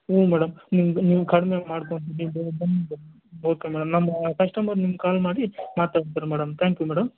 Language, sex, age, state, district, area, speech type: Kannada, male, 60+, Karnataka, Kolar, rural, conversation